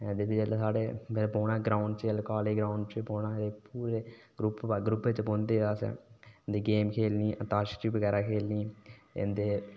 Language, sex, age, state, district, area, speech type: Dogri, male, 18-30, Jammu and Kashmir, Udhampur, rural, spontaneous